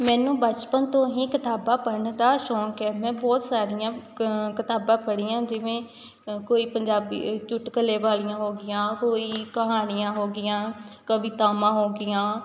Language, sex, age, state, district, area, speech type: Punjabi, female, 18-30, Punjab, Shaheed Bhagat Singh Nagar, rural, spontaneous